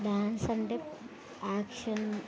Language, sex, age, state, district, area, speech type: Telugu, female, 30-45, Andhra Pradesh, Kurnool, rural, spontaneous